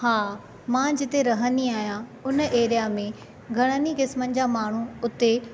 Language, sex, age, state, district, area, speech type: Sindhi, female, 30-45, Maharashtra, Thane, urban, spontaneous